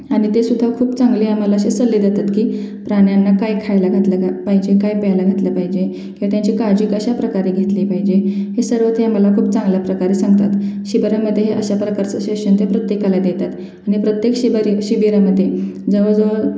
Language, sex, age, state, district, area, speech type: Marathi, female, 18-30, Maharashtra, Sangli, rural, spontaneous